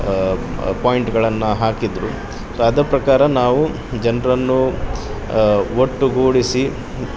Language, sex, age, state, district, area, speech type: Kannada, male, 30-45, Karnataka, Udupi, urban, spontaneous